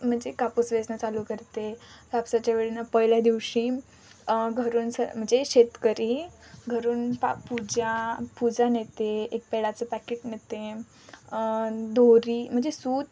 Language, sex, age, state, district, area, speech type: Marathi, female, 18-30, Maharashtra, Wardha, rural, spontaneous